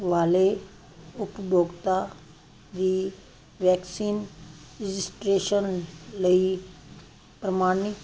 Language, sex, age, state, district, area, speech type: Punjabi, female, 60+, Punjab, Fazilka, rural, read